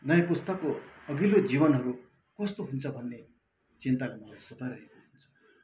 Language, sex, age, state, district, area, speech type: Nepali, male, 60+, West Bengal, Kalimpong, rural, spontaneous